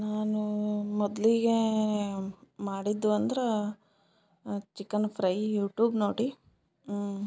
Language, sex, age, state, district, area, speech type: Kannada, female, 30-45, Karnataka, Koppal, rural, spontaneous